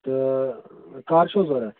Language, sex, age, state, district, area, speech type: Kashmiri, male, 60+, Jammu and Kashmir, Budgam, rural, conversation